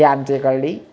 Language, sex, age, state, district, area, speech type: Marathi, male, 30-45, Maharashtra, Akola, urban, spontaneous